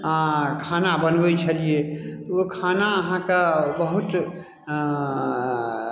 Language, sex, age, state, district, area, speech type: Maithili, male, 60+, Bihar, Darbhanga, rural, spontaneous